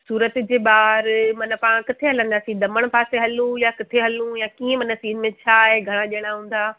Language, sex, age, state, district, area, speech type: Sindhi, female, 30-45, Gujarat, Surat, urban, conversation